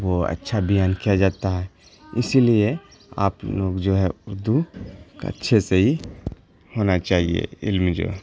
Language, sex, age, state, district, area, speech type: Urdu, male, 18-30, Bihar, Khagaria, rural, spontaneous